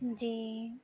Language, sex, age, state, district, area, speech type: Urdu, female, 18-30, Bihar, Madhubani, rural, spontaneous